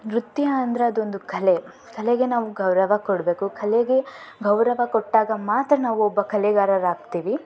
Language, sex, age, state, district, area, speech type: Kannada, female, 18-30, Karnataka, Davanagere, rural, spontaneous